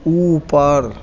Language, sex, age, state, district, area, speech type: Maithili, male, 60+, Bihar, Madhubani, urban, read